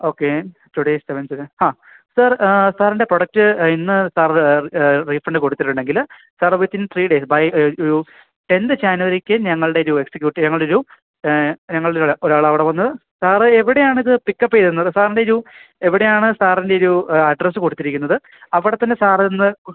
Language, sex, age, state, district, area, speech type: Malayalam, male, 18-30, Kerala, Idukki, rural, conversation